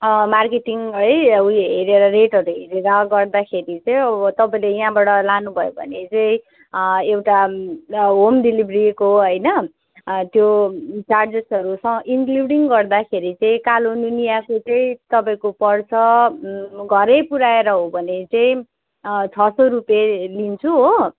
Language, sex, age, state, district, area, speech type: Nepali, female, 18-30, West Bengal, Darjeeling, rural, conversation